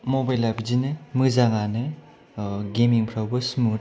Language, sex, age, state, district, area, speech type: Bodo, male, 18-30, Assam, Kokrajhar, rural, spontaneous